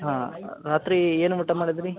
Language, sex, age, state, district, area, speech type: Kannada, male, 18-30, Karnataka, Koppal, rural, conversation